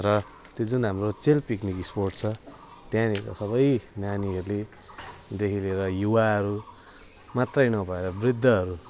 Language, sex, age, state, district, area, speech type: Nepali, male, 30-45, West Bengal, Jalpaiguri, urban, spontaneous